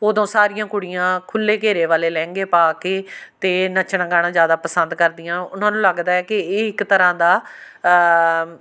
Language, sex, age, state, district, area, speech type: Punjabi, female, 45-60, Punjab, Amritsar, urban, spontaneous